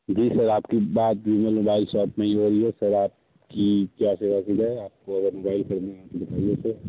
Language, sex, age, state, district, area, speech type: Hindi, male, 60+, Uttar Pradesh, Sonbhadra, rural, conversation